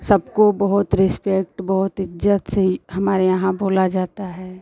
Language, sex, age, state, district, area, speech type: Hindi, female, 30-45, Uttar Pradesh, Ghazipur, urban, spontaneous